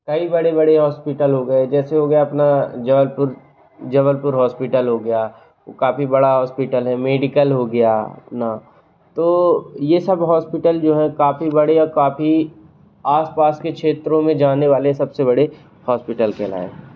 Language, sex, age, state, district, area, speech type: Hindi, male, 18-30, Madhya Pradesh, Jabalpur, urban, spontaneous